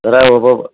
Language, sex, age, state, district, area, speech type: Kannada, male, 45-60, Karnataka, Dharwad, urban, conversation